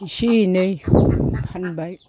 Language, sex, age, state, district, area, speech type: Bodo, female, 60+, Assam, Kokrajhar, urban, spontaneous